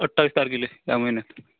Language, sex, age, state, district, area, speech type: Marathi, male, 30-45, Maharashtra, Amravati, urban, conversation